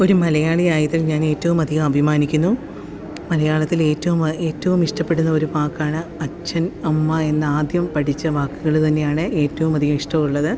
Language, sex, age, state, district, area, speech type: Malayalam, female, 30-45, Kerala, Pathanamthitta, rural, spontaneous